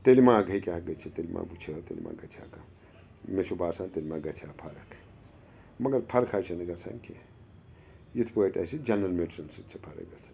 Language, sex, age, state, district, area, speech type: Kashmiri, male, 60+, Jammu and Kashmir, Srinagar, urban, spontaneous